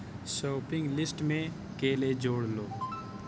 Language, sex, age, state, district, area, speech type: Urdu, male, 18-30, Delhi, South Delhi, urban, read